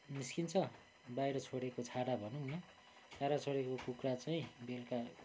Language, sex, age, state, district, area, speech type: Nepali, male, 45-60, West Bengal, Kalimpong, rural, spontaneous